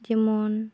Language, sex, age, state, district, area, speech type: Santali, female, 18-30, West Bengal, Bankura, rural, spontaneous